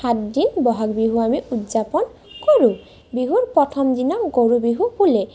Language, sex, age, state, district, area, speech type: Assamese, female, 30-45, Assam, Morigaon, rural, spontaneous